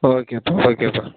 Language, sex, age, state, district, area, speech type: Tamil, male, 18-30, Tamil Nadu, Ariyalur, rural, conversation